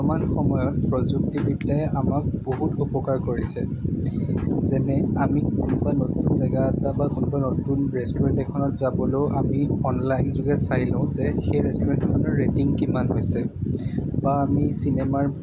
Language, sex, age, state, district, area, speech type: Assamese, male, 18-30, Assam, Jorhat, urban, spontaneous